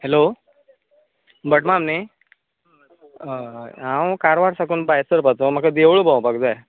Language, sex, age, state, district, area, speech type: Goan Konkani, male, 30-45, Goa, Canacona, rural, conversation